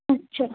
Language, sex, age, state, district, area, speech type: Hindi, female, 45-60, Rajasthan, Jodhpur, urban, conversation